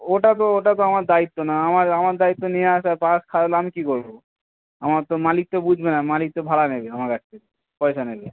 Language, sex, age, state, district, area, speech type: Bengali, male, 30-45, West Bengal, Darjeeling, rural, conversation